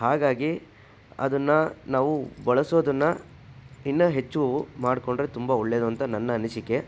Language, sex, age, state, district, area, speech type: Kannada, male, 60+, Karnataka, Chitradurga, rural, spontaneous